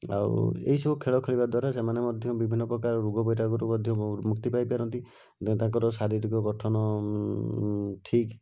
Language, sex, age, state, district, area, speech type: Odia, male, 60+, Odisha, Bhadrak, rural, spontaneous